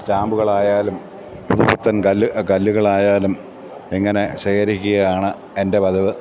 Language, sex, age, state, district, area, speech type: Malayalam, male, 45-60, Kerala, Kottayam, rural, spontaneous